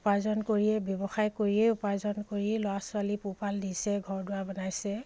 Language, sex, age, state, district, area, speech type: Assamese, female, 45-60, Assam, Dibrugarh, rural, spontaneous